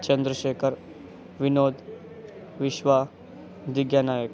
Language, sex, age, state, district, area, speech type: Kannada, male, 18-30, Karnataka, Koppal, rural, spontaneous